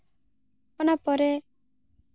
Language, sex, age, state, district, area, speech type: Santali, female, 18-30, West Bengal, Jhargram, rural, spontaneous